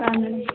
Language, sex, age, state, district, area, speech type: Kannada, female, 18-30, Karnataka, Vijayanagara, rural, conversation